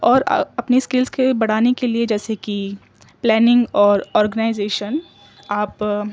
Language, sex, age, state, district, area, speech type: Urdu, female, 18-30, Delhi, East Delhi, urban, spontaneous